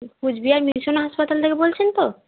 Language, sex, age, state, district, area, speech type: Bengali, female, 18-30, West Bengal, Cooch Behar, urban, conversation